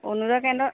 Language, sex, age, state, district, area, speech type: Assamese, female, 18-30, Assam, Lakhimpur, urban, conversation